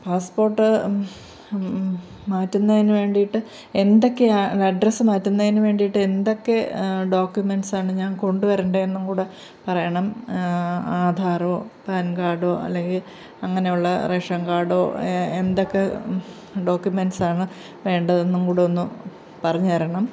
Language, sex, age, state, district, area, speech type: Malayalam, female, 45-60, Kerala, Pathanamthitta, rural, spontaneous